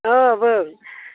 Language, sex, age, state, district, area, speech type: Bodo, female, 30-45, Assam, Udalguri, urban, conversation